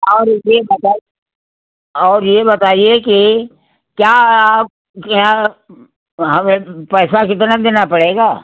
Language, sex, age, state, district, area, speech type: Hindi, male, 60+, Uttar Pradesh, Hardoi, rural, conversation